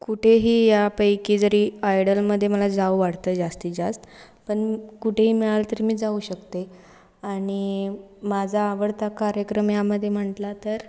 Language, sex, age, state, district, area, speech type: Marathi, female, 18-30, Maharashtra, Ratnagiri, rural, spontaneous